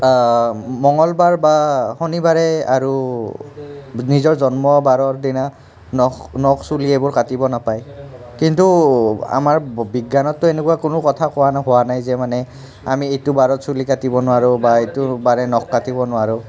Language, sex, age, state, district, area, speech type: Assamese, male, 30-45, Assam, Nalbari, urban, spontaneous